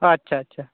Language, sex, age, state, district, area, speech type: Santali, male, 30-45, West Bengal, Purba Bardhaman, rural, conversation